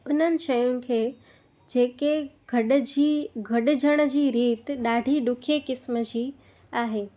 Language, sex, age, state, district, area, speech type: Sindhi, female, 18-30, Gujarat, Junagadh, rural, spontaneous